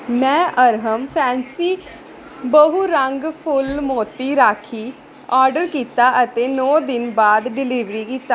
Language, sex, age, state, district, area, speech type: Punjabi, female, 18-30, Punjab, Pathankot, urban, read